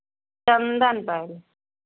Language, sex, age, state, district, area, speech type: Hindi, female, 45-60, Uttar Pradesh, Pratapgarh, rural, conversation